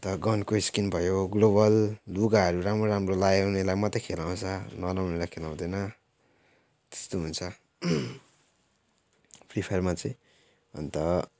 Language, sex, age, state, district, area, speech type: Nepali, male, 18-30, West Bengal, Jalpaiguri, urban, spontaneous